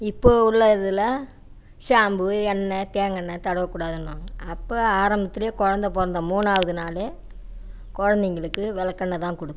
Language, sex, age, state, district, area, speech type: Tamil, female, 60+, Tamil Nadu, Namakkal, rural, spontaneous